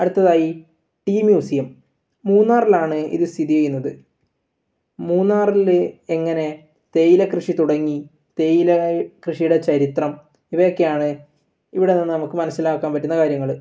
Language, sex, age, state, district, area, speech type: Malayalam, male, 18-30, Kerala, Kannur, rural, spontaneous